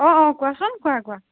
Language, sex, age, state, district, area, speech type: Assamese, female, 18-30, Assam, Biswanath, rural, conversation